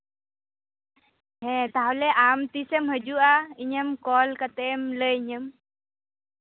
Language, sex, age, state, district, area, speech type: Santali, female, 18-30, West Bengal, Purba Bardhaman, rural, conversation